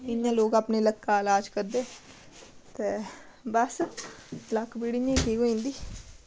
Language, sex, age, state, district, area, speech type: Dogri, female, 18-30, Jammu and Kashmir, Udhampur, rural, spontaneous